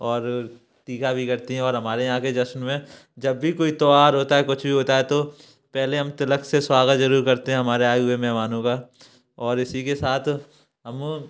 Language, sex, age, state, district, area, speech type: Hindi, male, 18-30, Madhya Pradesh, Gwalior, urban, spontaneous